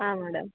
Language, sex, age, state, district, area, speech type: Kannada, female, 18-30, Karnataka, Gadag, urban, conversation